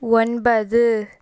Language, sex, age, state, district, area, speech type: Tamil, female, 18-30, Tamil Nadu, Pudukkottai, rural, read